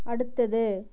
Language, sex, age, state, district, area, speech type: Tamil, female, 45-60, Tamil Nadu, Namakkal, rural, read